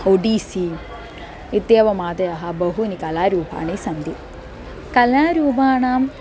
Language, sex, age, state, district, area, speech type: Sanskrit, female, 18-30, Kerala, Thrissur, urban, spontaneous